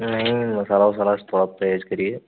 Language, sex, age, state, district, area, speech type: Hindi, male, 18-30, Uttar Pradesh, Azamgarh, rural, conversation